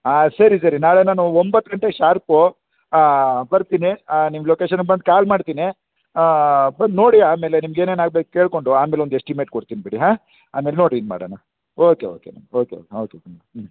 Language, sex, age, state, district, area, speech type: Kannada, male, 45-60, Karnataka, Chamarajanagar, rural, conversation